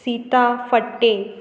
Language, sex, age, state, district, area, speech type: Goan Konkani, female, 18-30, Goa, Murmgao, rural, spontaneous